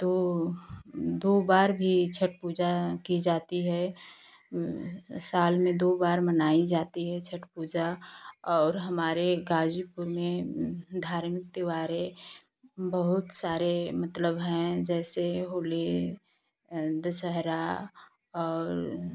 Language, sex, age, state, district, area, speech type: Hindi, female, 18-30, Uttar Pradesh, Ghazipur, urban, spontaneous